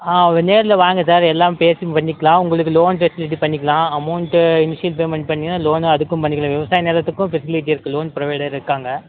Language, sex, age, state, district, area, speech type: Tamil, male, 45-60, Tamil Nadu, Tenkasi, rural, conversation